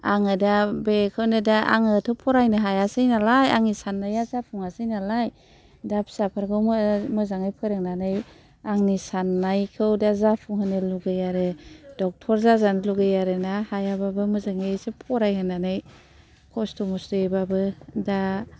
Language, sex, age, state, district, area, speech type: Bodo, female, 60+, Assam, Kokrajhar, urban, spontaneous